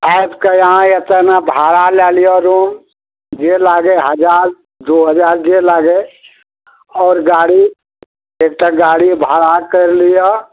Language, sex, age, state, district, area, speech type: Maithili, male, 60+, Bihar, Araria, rural, conversation